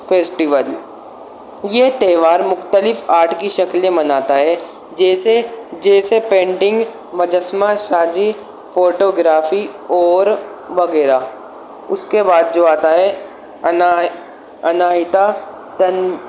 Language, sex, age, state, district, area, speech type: Urdu, male, 18-30, Delhi, East Delhi, urban, spontaneous